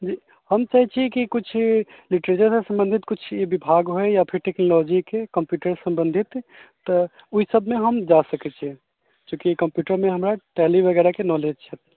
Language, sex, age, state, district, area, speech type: Maithili, male, 18-30, Bihar, Sitamarhi, rural, conversation